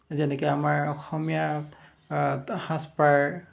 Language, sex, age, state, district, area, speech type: Assamese, male, 30-45, Assam, Dibrugarh, rural, spontaneous